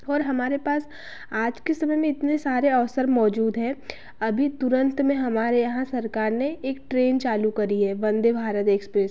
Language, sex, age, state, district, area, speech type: Hindi, female, 30-45, Madhya Pradesh, Betul, urban, spontaneous